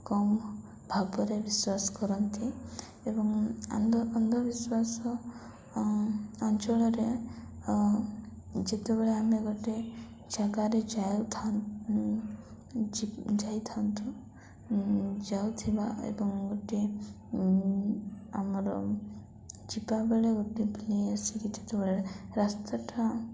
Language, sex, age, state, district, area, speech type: Odia, female, 18-30, Odisha, Koraput, urban, spontaneous